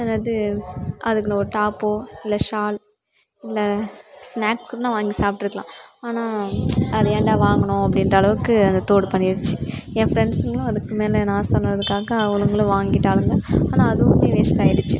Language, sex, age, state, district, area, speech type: Tamil, female, 18-30, Tamil Nadu, Kallakurichi, urban, spontaneous